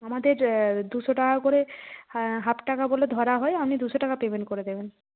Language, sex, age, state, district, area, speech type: Bengali, female, 45-60, West Bengal, Nadia, rural, conversation